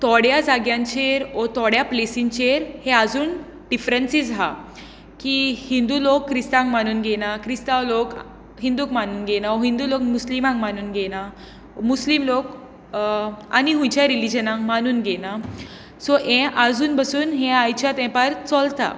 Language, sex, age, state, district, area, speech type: Goan Konkani, female, 18-30, Goa, Tiswadi, rural, spontaneous